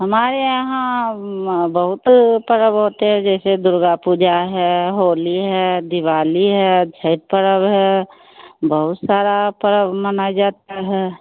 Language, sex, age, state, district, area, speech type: Hindi, female, 45-60, Bihar, Begusarai, urban, conversation